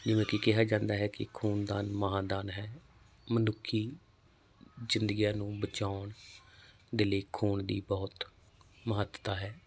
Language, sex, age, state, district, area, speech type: Punjabi, male, 45-60, Punjab, Barnala, rural, spontaneous